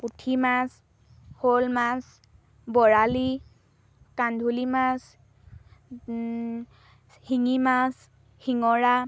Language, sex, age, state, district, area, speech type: Assamese, female, 18-30, Assam, Dhemaji, rural, spontaneous